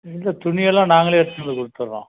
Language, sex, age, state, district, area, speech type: Tamil, male, 45-60, Tamil Nadu, Krishnagiri, rural, conversation